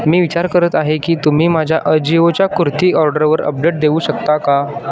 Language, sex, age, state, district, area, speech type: Marathi, male, 18-30, Maharashtra, Sangli, urban, read